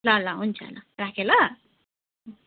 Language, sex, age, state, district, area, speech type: Nepali, female, 60+, West Bengal, Darjeeling, rural, conversation